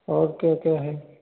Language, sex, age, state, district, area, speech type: Hindi, male, 45-60, Uttar Pradesh, Hardoi, rural, conversation